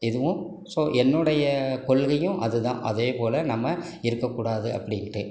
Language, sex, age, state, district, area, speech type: Tamil, male, 60+, Tamil Nadu, Ariyalur, rural, spontaneous